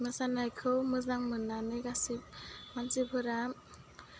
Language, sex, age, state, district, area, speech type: Bodo, female, 18-30, Assam, Udalguri, rural, spontaneous